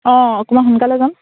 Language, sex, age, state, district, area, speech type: Assamese, female, 18-30, Assam, Charaideo, rural, conversation